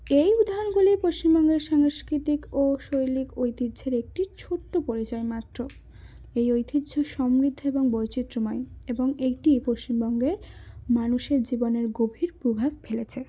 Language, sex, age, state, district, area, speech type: Bengali, female, 18-30, West Bengal, Cooch Behar, urban, spontaneous